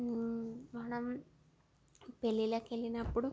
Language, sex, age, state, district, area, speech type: Telugu, female, 18-30, Andhra Pradesh, Srikakulam, urban, spontaneous